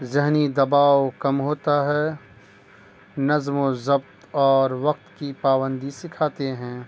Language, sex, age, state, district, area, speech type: Urdu, male, 30-45, Bihar, Madhubani, rural, spontaneous